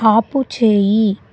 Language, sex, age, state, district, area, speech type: Telugu, female, 18-30, Telangana, Sangareddy, rural, read